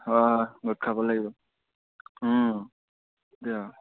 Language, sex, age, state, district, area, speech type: Assamese, male, 18-30, Assam, Sivasagar, rural, conversation